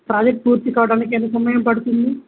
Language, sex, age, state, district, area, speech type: Telugu, male, 18-30, Telangana, Jangaon, rural, conversation